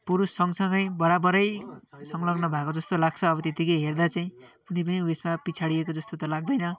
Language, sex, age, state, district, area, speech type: Nepali, male, 45-60, West Bengal, Darjeeling, rural, spontaneous